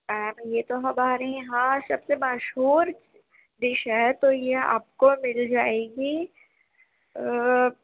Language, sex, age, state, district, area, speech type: Urdu, female, 18-30, Uttar Pradesh, Gautam Buddha Nagar, urban, conversation